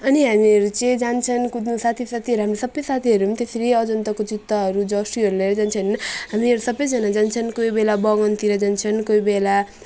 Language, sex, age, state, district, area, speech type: Nepali, female, 30-45, West Bengal, Alipurduar, urban, spontaneous